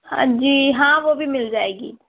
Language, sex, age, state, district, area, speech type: Urdu, female, 30-45, Uttar Pradesh, Lucknow, urban, conversation